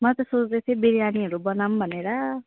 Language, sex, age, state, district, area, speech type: Nepali, female, 18-30, West Bengal, Jalpaiguri, rural, conversation